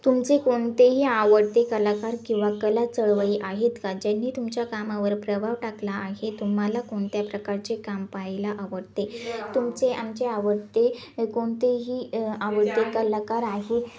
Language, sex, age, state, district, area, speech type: Marathi, female, 18-30, Maharashtra, Ahmednagar, rural, spontaneous